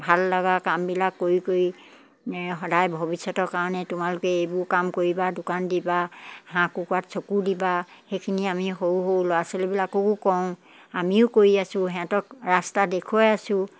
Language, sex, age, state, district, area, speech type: Assamese, female, 60+, Assam, Dibrugarh, rural, spontaneous